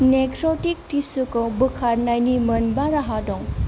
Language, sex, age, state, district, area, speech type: Bodo, female, 18-30, Assam, Kokrajhar, rural, read